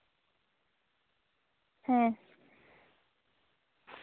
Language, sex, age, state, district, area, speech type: Santali, female, 18-30, West Bengal, Jhargram, rural, conversation